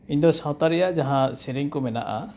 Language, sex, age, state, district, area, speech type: Santali, male, 30-45, West Bengal, Uttar Dinajpur, rural, spontaneous